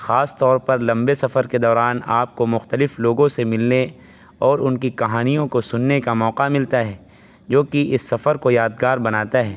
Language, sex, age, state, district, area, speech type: Urdu, male, 18-30, Uttar Pradesh, Saharanpur, urban, spontaneous